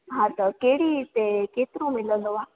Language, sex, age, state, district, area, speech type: Sindhi, female, 18-30, Gujarat, Junagadh, rural, conversation